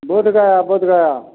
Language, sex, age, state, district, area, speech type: Hindi, male, 45-60, Bihar, Samastipur, rural, conversation